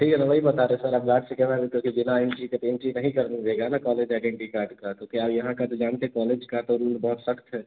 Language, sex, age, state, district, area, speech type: Hindi, male, 18-30, Bihar, Samastipur, urban, conversation